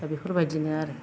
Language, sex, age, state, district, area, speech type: Bodo, female, 45-60, Assam, Kokrajhar, urban, spontaneous